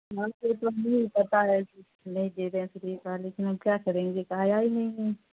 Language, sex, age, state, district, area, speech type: Urdu, female, 45-60, Bihar, Khagaria, rural, conversation